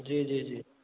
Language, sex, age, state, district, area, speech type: Hindi, male, 18-30, Uttar Pradesh, Jaunpur, rural, conversation